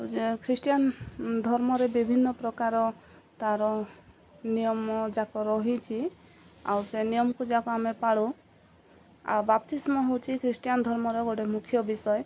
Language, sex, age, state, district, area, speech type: Odia, female, 30-45, Odisha, Koraput, urban, spontaneous